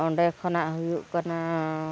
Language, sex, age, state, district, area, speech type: Santali, female, 60+, Odisha, Mayurbhanj, rural, spontaneous